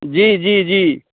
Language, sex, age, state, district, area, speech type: Maithili, female, 60+, Bihar, Madhubani, urban, conversation